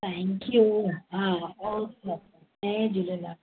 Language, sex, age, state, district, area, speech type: Sindhi, female, 45-60, Maharashtra, Mumbai Suburban, urban, conversation